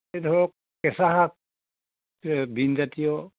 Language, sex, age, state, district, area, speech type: Assamese, male, 45-60, Assam, Dhemaji, rural, conversation